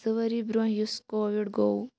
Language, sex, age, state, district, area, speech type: Kashmiri, female, 18-30, Jammu and Kashmir, Shopian, rural, spontaneous